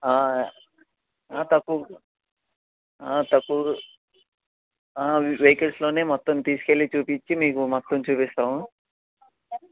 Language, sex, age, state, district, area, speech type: Telugu, male, 18-30, Andhra Pradesh, Bapatla, rural, conversation